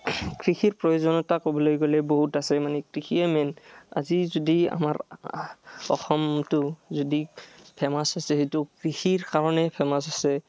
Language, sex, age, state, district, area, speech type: Assamese, male, 18-30, Assam, Barpeta, rural, spontaneous